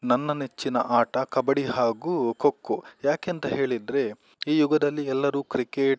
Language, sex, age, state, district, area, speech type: Kannada, male, 18-30, Karnataka, Udupi, rural, spontaneous